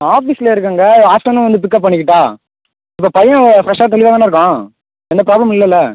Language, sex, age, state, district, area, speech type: Tamil, male, 18-30, Tamil Nadu, Cuddalore, rural, conversation